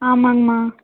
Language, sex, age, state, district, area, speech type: Tamil, female, 18-30, Tamil Nadu, Tiruppur, rural, conversation